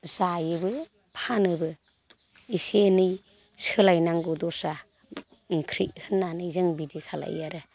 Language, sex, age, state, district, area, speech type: Bodo, female, 60+, Assam, Chirang, rural, spontaneous